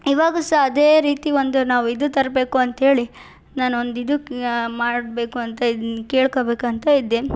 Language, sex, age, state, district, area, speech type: Kannada, female, 18-30, Karnataka, Chitradurga, rural, spontaneous